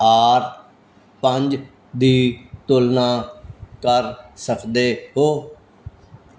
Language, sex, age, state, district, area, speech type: Punjabi, male, 60+, Punjab, Fazilka, rural, read